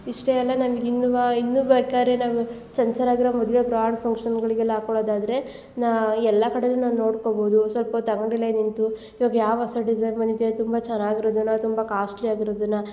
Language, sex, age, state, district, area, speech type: Kannada, female, 18-30, Karnataka, Hassan, rural, spontaneous